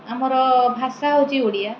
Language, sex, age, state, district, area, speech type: Odia, female, 30-45, Odisha, Kendrapara, urban, spontaneous